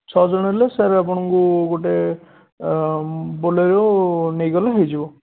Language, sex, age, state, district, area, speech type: Odia, male, 18-30, Odisha, Dhenkanal, rural, conversation